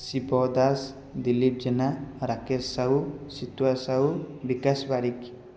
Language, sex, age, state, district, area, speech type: Odia, male, 18-30, Odisha, Puri, urban, spontaneous